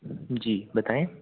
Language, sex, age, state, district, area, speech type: Hindi, male, 30-45, Madhya Pradesh, Jabalpur, urban, conversation